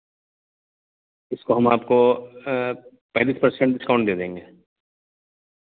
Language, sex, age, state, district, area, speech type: Urdu, male, 30-45, Delhi, North East Delhi, urban, conversation